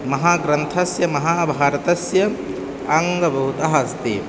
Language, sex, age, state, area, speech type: Sanskrit, male, 18-30, Uttar Pradesh, urban, spontaneous